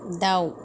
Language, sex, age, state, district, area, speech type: Bodo, female, 30-45, Assam, Kokrajhar, rural, read